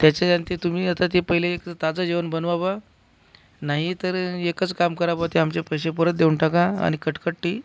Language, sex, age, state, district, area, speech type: Marathi, male, 45-60, Maharashtra, Akola, urban, spontaneous